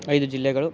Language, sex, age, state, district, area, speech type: Kannada, male, 18-30, Karnataka, Koppal, rural, spontaneous